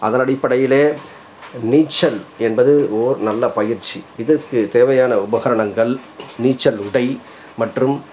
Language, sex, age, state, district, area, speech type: Tamil, male, 45-60, Tamil Nadu, Salem, rural, spontaneous